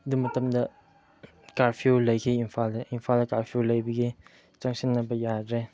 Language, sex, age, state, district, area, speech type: Manipuri, male, 18-30, Manipur, Chandel, rural, spontaneous